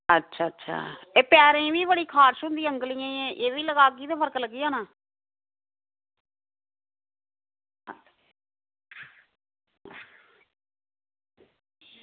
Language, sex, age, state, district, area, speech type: Dogri, female, 45-60, Jammu and Kashmir, Samba, rural, conversation